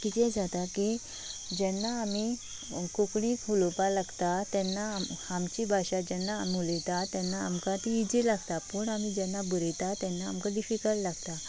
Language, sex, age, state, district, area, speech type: Goan Konkani, female, 18-30, Goa, Canacona, rural, spontaneous